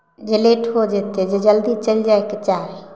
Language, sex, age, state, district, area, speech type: Maithili, female, 18-30, Bihar, Samastipur, rural, spontaneous